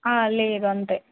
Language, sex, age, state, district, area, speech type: Telugu, female, 18-30, Telangana, Warangal, rural, conversation